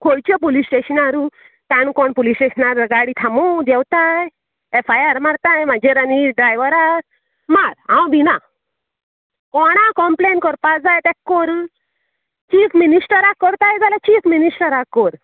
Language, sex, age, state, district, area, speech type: Goan Konkani, female, 30-45, Goa, Canacona, rural, conversation